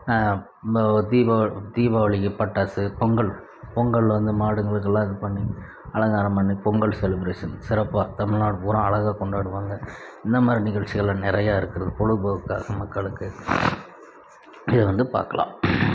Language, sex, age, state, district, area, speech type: Tamil, male, 45-60, Tamil Nadu, Krishnagiri, rural, spontaneous